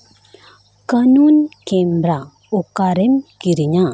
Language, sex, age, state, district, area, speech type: Santali, female, 18-30, Jharkhand, Seraikela Kharsawan, rural, read